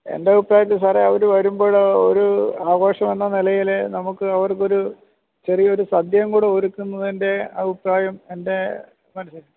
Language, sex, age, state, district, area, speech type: Malayalam, male, 45-60, Kerala, Alappuzha, rural, conversation